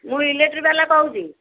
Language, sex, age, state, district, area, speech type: Odia, female, 60+, Odisha, Jharsuguda, rural, conversation